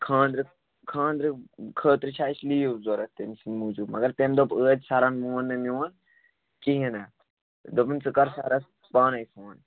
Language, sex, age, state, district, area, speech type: Kashmiri, male, 45-60, Jammu and Kashmir, Srinagar, urban, conversation